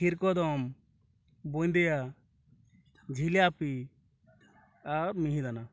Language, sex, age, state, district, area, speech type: Bengali, male, 30-45, West Bengal, Uttar Dinajpur, rural, spontaneous